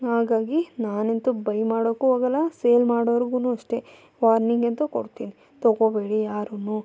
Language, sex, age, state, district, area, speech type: Kannada, female, 30-45, Karnataka, Mandya, rural, spontaneous